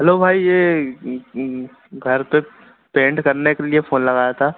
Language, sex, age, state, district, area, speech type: Hindi, male, 18-30, Madhya Pradesh, Harda, urban, conversation